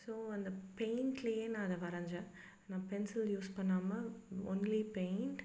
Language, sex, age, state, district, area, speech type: Tamil, female, 30-45, Tamil Nadu, Salem, urban, spontaneous